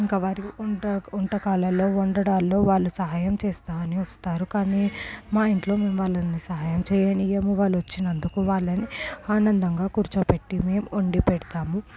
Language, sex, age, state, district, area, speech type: Telugu, female, 18-30, Telangana, Medchal, urban, spontaneous